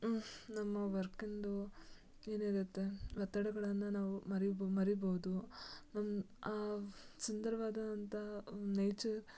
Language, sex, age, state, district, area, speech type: Kannada, female, 18-30, Karnataka, Shimoga, rural, spontaneous